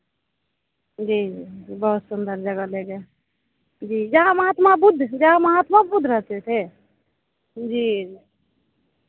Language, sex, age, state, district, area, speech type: Hindi, female, 45-60, Bihar, Madhepura, rural, conversation